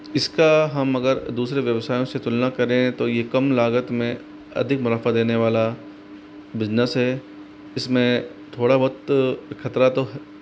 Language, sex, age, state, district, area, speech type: Hindi, female, 45-60, Rajasthan, Jaipur, urban, spontaneous